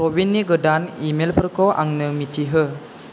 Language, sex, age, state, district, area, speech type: Bodo, male, 18-30, Assam, Chirang, rural, read